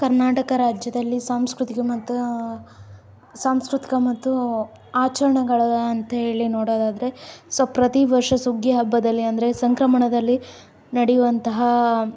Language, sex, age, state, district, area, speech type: Kannada, female, 18-30, Karnataka, Davanagere, urban, spontaneous